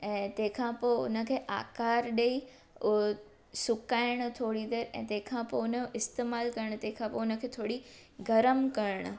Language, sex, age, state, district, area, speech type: Sindhi, female, 18-30, Gujarat, Surat, urban, spontaneous